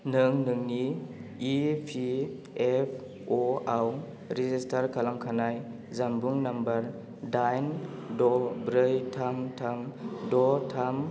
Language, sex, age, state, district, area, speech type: Bodo, male, 18-30, Assam, Chirang, rural, read